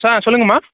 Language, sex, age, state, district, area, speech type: Tamil, male, 18-30, Tamil Nadu, Thanjavur, rural, conversation